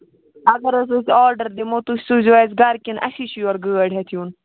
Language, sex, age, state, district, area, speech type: Kashmiri, female, 30-45, Jammu and Kashmir, Ganderbal, rural, conversation